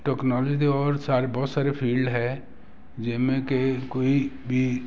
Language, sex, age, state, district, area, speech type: Punjabi, male, 60+, Punjab, Jalandhar, urban, spontaneous